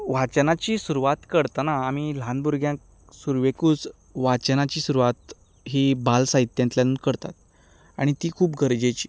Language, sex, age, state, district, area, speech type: Goan Konkani, male, 30-45, Goa, Canacona, rural, spontaneous